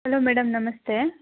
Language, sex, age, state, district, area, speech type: Kannada, female, 30-45, Karnataka, Hassan, rural, conversation